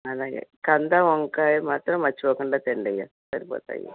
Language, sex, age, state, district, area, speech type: Telugu, female, 45-60, Andhra Pradesh, Krishna, rural, conversation